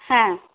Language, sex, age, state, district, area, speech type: Bengali, other, 45-60, West Bengal, Purulia, rural, conversation